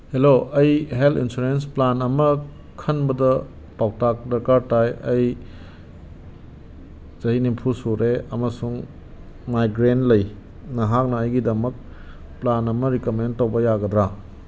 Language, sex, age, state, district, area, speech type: Manipuri, male, 30-45, Manipur, Kangpokpi, urban, read